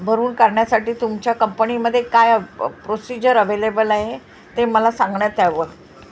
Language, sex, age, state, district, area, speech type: Marathi, female, 45-60, Maharashtra, Mumbai Suburban, urban, spontaneous